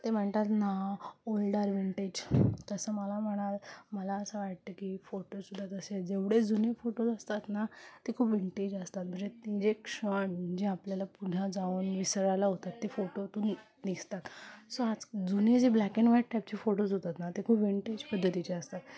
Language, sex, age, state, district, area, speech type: Marathi, female, 30-45, Maharashtra, Mumbai Suburban, urban, spontaneous